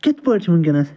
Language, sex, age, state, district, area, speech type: Kashmiri, male, 60+, Jammu and Kashmir, Ganderbal, urban, spontaneous